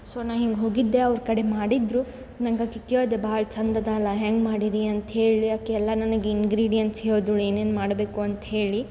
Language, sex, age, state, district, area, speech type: Kannada, female, 18-30, Karnataka, Gulbarga, urban, spontaneous